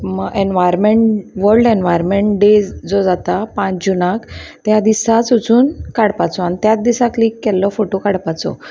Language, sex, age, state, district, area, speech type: Goan Konkani, female, 30-45, Goa, Salcete, rural, spontaneous